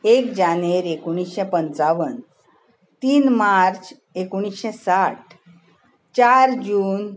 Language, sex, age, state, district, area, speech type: Goan Konkani, female, 45-60, Goa, Bardez, urban, spontaneous